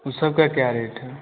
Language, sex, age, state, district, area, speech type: Hindi, male, 18-30, Bihar, Vaishali, rural, conversation